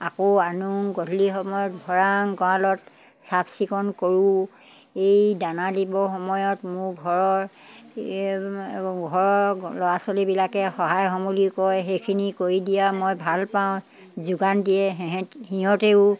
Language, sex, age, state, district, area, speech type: Assamese, female, 60+, Assam, Dibrugarh, rural, spontaneous